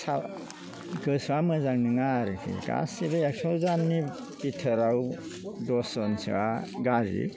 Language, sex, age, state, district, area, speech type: Bodo, male, 60+, Assam, Chirang, rural, spontaneous